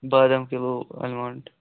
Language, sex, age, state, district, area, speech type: Kashmiri, male, 18-30, Jammu and Kashmir, Pulwama, rural, conversation